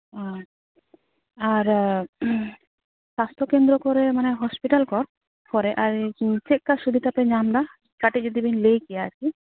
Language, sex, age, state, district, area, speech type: Santali, female, 30-45, West Bengal, Jhargram, rural, conversation